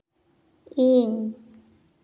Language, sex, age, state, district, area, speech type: Santali, female, 18-30, West Bengal, Purba Bardhaman, rural, read